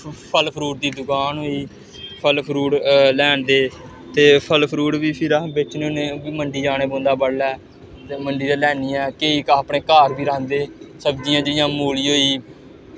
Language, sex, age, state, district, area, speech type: Dogri, male, 18-30, Jammu and Kashmir, Samba, rural, spontaneous